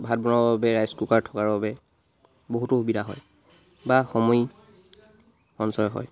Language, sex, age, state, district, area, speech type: Assamese, male, 45-60, Assam, Charaideo, rural, spontaneous